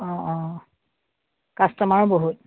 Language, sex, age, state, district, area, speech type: Assamese, female, 45-60, Assam, Biswanath, rural, conversation